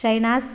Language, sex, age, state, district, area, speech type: Tamil, female, 30-45, Tamil Nadu, Tirupattur, rural, spontaneous